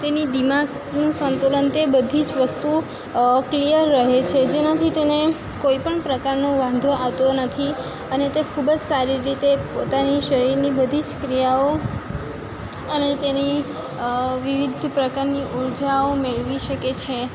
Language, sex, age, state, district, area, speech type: Gujarati, female, 18-30, Gujarat, Valsad, rural, spontaneous